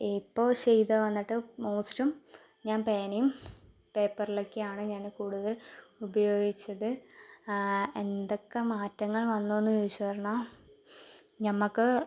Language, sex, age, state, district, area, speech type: Malayalam, female, 18-30, Kerala, Palakkad, rural, spontaneous